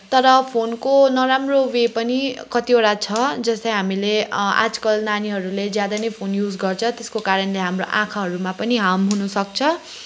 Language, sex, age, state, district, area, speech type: Nepali, female, 30-45, West Bengal, Kalimpong, rural, spontaneous